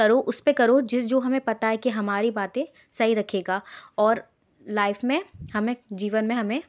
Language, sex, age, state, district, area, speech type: Hindi, female, 18-30, Madhya Pradesh, Gwalior, urban, spontaneous